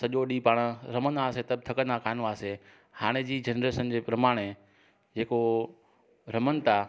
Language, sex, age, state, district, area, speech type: Sindhi, male, 30-45, Gujarat, Junagadh, urban, spontaneous